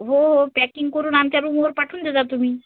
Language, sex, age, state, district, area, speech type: Marathi, female, 45-60, Maharashtra, Amravati, rural, conversation